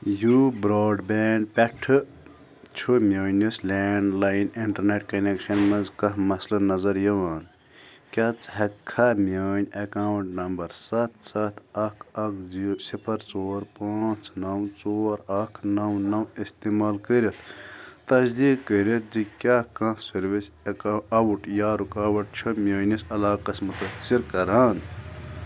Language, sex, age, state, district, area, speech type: Kashmiri, male, 18-30, Jammu and Kashmir, Bandipora, rural, read